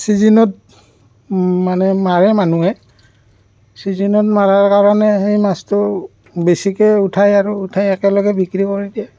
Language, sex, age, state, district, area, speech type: Assamese, male, 30-45, Assam, Barpeta, rural, spontaneous